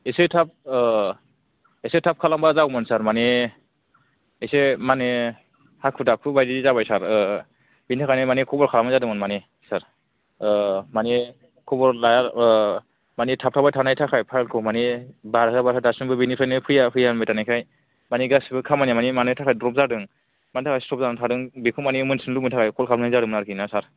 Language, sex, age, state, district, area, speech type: Bodo, male, 18-30, Assam, Kokrajhar, rural, conversation